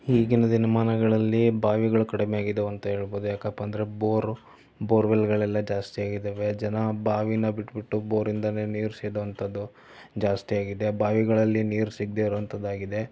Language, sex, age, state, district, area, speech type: Kannada, male, 18-30, Karnataka, Davanagere, rural, spontaneous